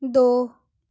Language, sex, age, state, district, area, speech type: Punjabi, female, 18-30, Punjab, Amritsar, urban, read